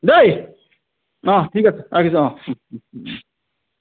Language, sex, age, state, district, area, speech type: Assamese, male, 45-60, Assam, Lakhimpur, rural, conversation